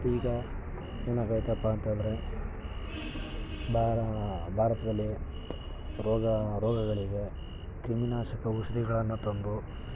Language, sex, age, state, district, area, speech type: Kannada, male, 18-30, Karnataka, Mandya, urban, spontaneous